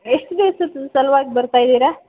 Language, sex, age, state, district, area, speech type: Kannada, female, 30-45, Karnataka, Vijayanagara, rural, conversation